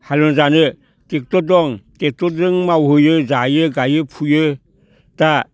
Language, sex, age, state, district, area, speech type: Bodo, male, 60+, Assam, Baksa, urban, spontaneous